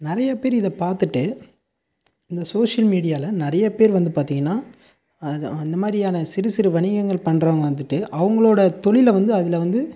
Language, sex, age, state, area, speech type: Tamil, male, 18-30, Tamil Nadu, rural, spontaneous